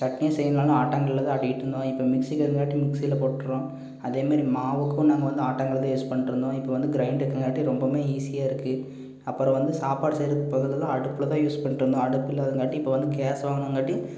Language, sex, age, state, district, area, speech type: Tamil, male, 18-30, Tamil Nadu, Erode, rural, spontaneous